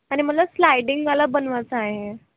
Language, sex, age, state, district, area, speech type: Marathi, female, 18-30, Maharashtra, Nagpur, urban, conversation